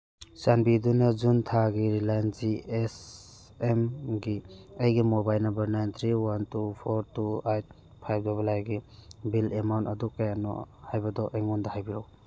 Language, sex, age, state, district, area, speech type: Manipuri, male, 30-45, Manipur, Churachandpur, rural, read